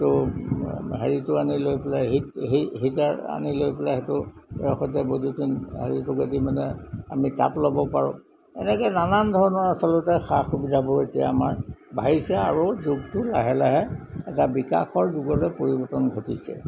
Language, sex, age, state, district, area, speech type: Assamese, male, 60+, Assam, Golaghat, urban, spontaneous